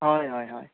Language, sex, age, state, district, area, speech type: Goan Konkani, male, 18-30, Goa, Bardez, rural, conversation